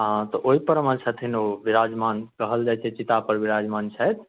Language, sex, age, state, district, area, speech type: Maithili, male, 18-30, Bihar, Darbhanga, rural, conversation